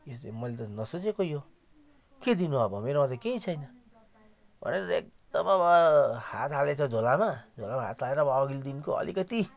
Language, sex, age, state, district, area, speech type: Nepali, male, 45-60, West Bengal, Jalpaiguri, rural, spontaneous